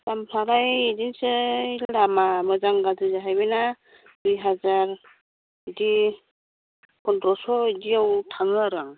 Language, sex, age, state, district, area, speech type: Bodo, female, 45-60, Assam, Chirang, rural, conversation